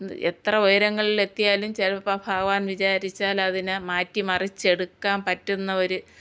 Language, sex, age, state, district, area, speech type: Malayalam, female, 60+, Kerala, Thiruvananthapuram, rural, spontaneous